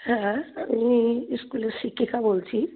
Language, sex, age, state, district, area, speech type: Bengali, female, 60+, West Bengal, South 24 Parganas, rural, conversation